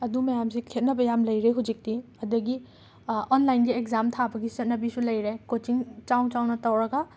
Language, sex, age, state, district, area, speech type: Manipuri, female, 18-30, Manipur, Imphal West, urban, spontaneous